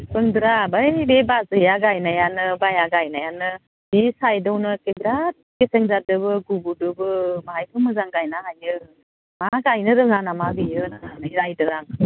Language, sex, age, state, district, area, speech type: Bodo, female, 45-60, Assam, Udalguri, rural, conversation